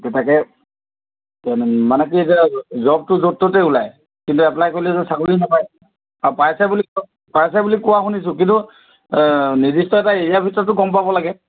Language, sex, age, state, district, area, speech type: Assamese, male, 60+, Assam, Charaideo, urban, conversation